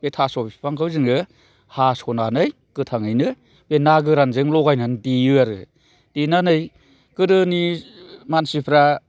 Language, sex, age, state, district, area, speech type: Bodo, male, 45-60, Assam, Chirang, urban, spontaneous